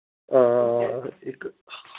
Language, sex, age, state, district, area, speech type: Dogri, male, 45-60, Jammu and Kashmir, Samba, rural, conversation